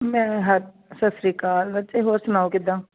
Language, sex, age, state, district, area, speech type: Punjabi, female, 30-45, Punjab, Jalandhar, rural, conversation